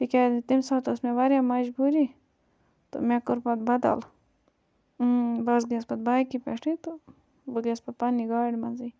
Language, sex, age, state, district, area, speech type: Kashmiri, female, 18-30, Jammu and Kashmir, Budgam, rural, spontaneous